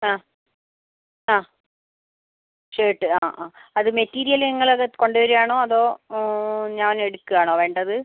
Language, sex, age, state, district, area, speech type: Malayalam, female, 18-30, Kerala, Kozhikode, urban, conversation